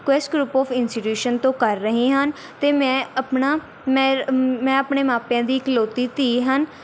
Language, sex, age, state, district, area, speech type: Punjabi, female, 18-30, Punjab, Mohali, rural, spontaneous